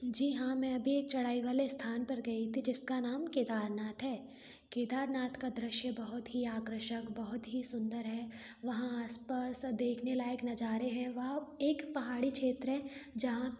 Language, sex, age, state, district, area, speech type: Hindi, female, 18-30, Madhya Pradesh, Gwalior, urban, spontaneous